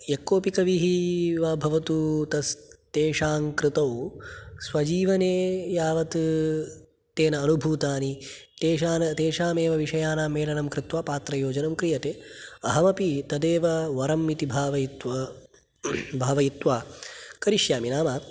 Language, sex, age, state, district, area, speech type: Sanskrit, male, 30-45, Karnataka, Udupi, urban, spontaneous